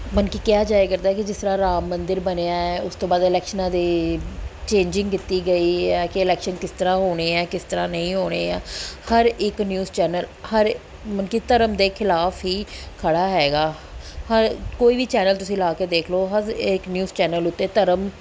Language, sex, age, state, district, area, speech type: Punjabi, female, 45-60, Punjab, Pathankot, urban, spontaneous